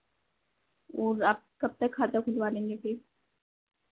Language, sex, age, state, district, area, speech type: Hindi, female, 30-45, Madhya Pradesh, Harda, urban, conversation